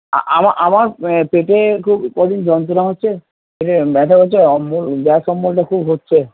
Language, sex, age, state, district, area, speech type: Bengali, male, 60+, West Bengal, Purba Bardhaman, urban, conversation